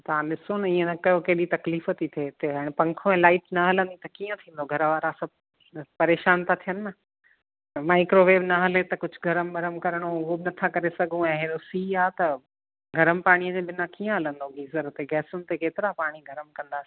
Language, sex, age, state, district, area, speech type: Sindhi, female, 45-60, Gujarat, Kutch, rural, conversation